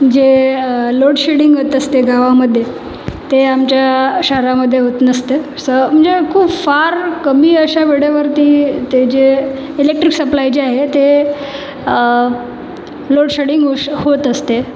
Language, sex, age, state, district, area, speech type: Marathi, female, 30-45, Maharashtra, Nagpur, urban, spontaneous